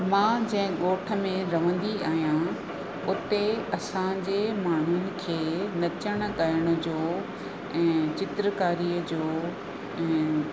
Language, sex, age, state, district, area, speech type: Sindhi, female, 45-60, Rajasthan, Ajmer, rural, spontaneous